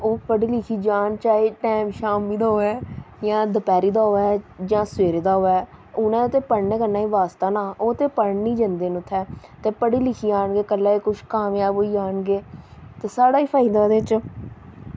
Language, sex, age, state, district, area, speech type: Dogri, female, 30-45, Jammu and Kashmir, Samba, urban, spontaneous